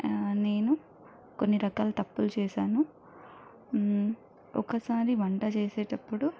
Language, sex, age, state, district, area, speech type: Telugu, female, 30-45, Telangana, Mancherial, rural, spontaneous